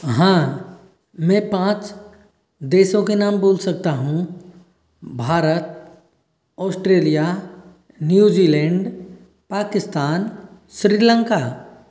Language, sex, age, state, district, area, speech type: Hindi, male, 18-30, Rajasthan, Karauli, rural, spontaneous